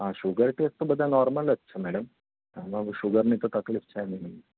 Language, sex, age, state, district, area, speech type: Gujarati, male, 30-45, Gujarat, Anand, urban, conversation